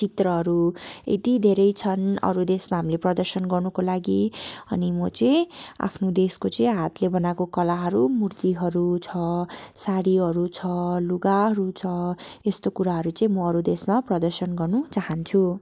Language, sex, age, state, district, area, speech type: Nepali, female, 18-30, West Bengal, Darjeeling, rural, spontaneous